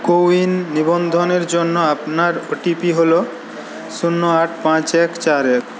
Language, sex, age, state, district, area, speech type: Bengali, male, 18-30, West Bengal, Paschim Medinipur, rural, read